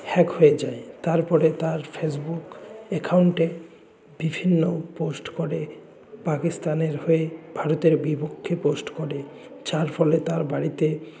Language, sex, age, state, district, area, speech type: Bengali, male, 18-30, West Bengal, Jalpaiguri, urban, spontaneous